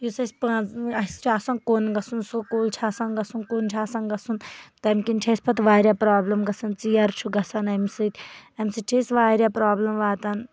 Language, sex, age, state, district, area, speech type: Kashmiri, female, 18-30, Jammu and Kashmir, Anantnag, rural, spontaneous